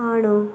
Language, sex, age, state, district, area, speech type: Malayalam, female, 18-30, Kerala, Pathanamthitta, urban, spontaneous